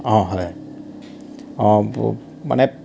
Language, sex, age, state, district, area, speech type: Assamese, male, 30-45, Assam, Jorhat, urban, spontaneous